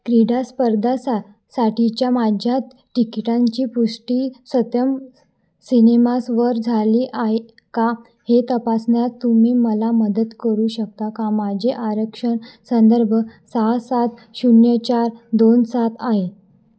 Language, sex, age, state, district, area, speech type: Marathi, female, 18-30, Maharashtra, Wardha, urban, read